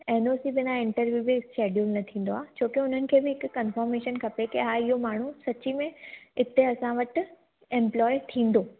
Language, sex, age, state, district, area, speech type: Sindhi, female, 18-30, Gujarat, Surat, urban, conversation